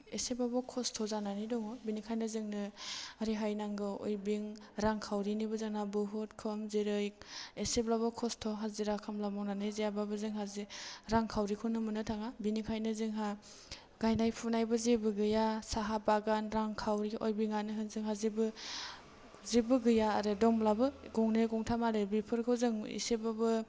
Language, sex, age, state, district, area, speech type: Bodo, female, 30-45, Assam, Chirang, urban, spontaneous